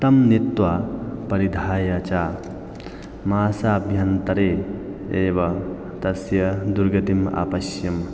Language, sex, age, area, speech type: Sanskrit, male, 30-45, rural, spontaneous